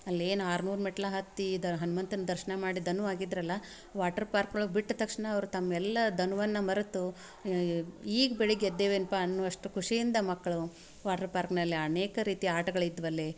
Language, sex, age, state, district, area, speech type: Kannada, female, 45-60, Karnataka, Dharwad, rural, spontaneous